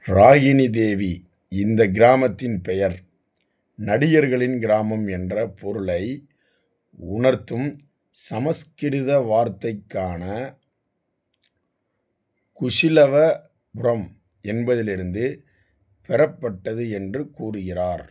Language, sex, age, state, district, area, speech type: Tamil, male, 45-60, Tamil Nadu, Theni, rural, read